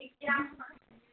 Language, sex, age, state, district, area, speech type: Gujarati, male, 18-30, Gujarat, Anand, urban, conversation